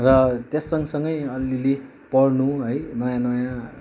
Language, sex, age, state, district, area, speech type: Nepali, male, 30-45, West Bengal, Darjeeling, rural, spontaneous